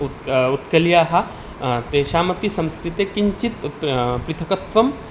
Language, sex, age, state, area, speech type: Sanskrit, male, 18-30, Tripura, rural, spontaneous